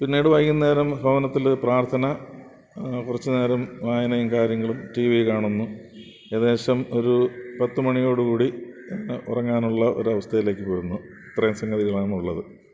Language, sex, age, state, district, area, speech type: Malayalam, male, 60+, Kerala, Thiruvananthapuram, urban, spontaneous